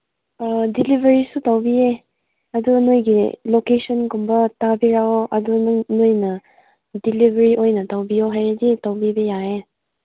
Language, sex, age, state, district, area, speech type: Manipuri, female, 18-30, Manipur, Senapati, rural, conversation